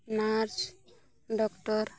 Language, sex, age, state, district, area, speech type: Santali, female, 18-30, Jharkhand, Bokaro, rural, spontaneous